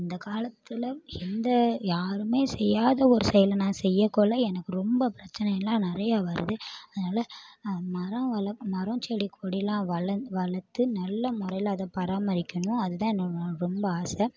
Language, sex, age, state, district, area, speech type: Tamil, female, 18-30, Tamil Nadu, Mayiladuthurai, urban, spontaneous